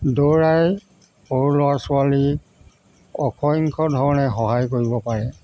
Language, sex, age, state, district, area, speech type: Assamese, male, 45-60, Assam, Jorhat, urban, spontaneous